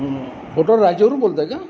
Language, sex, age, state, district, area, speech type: Marathi, male, 45-60, Maharashtra, Akola, rural, spontaneous